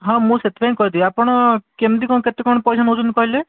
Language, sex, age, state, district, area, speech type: Odia, male, 30-45, Odisha, Jajpur, rural, conversation